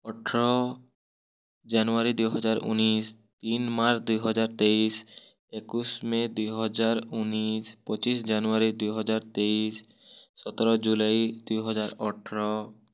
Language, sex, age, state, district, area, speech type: Odia, male, 18-30, Odisha, Kalahandi, rural, spontaneous